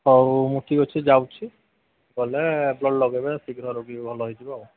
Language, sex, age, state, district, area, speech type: Odia, male, 45-60, Odisha, Sambalpur, rural, conversation